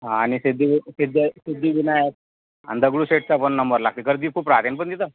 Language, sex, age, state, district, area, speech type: Marathi, male, 60+, Maharashtra, Nagpur, rural, conversation